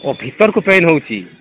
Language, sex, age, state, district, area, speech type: Odia, male, 45-60, Odisha, Nabarangpur, rural, conversation